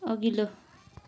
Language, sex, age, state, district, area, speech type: Nepali, female, 45-60, West Bengal, Kalimpong, rural, read